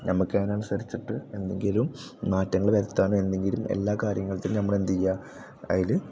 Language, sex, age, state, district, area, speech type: Malayalam, male, 18-30, Kerala, Thrissur, rural, spontaneous